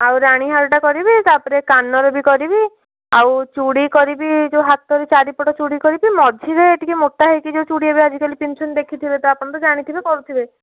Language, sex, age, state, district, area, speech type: Odia, female, 45-60, Odisha, Puri, urban, conversation